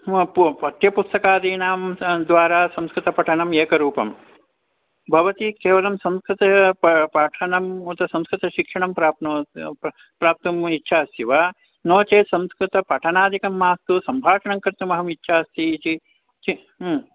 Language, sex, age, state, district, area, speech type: Sanskrit, male, 60+, Karnataka, Mandya, rural, conversation